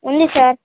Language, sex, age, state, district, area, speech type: Telugu, male, 18-30, Andhra Pradesh, Srikakulam, urban, conversation